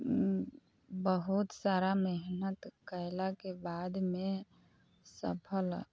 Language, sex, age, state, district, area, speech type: Maithili, female, 30-45, Bihar, Sitamarhi, urban, spontaneous